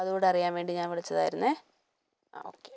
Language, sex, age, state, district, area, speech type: Malayalam, female, 18-30, Kerala, Idukki, rural, spontaneous